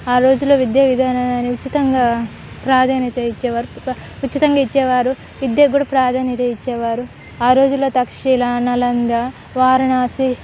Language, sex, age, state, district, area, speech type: Telugu, female, 18-30, Telangana, Khammam, urban, spontaneous